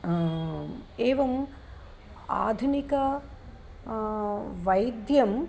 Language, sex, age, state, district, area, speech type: Sanskrit, female, 45-60, Telangana, Nirmal, urban, spontaneous